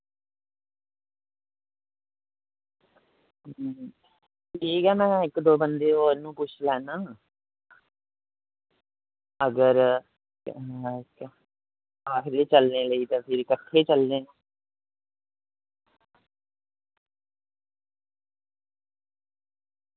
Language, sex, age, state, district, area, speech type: Dogri, male, 18-30, Jammu and Kashmir, Reasi, rural, conversation